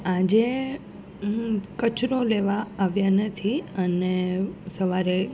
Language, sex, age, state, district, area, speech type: Gujarati, female, 18-30, Gujarat, Rajkot, urban, spontaneous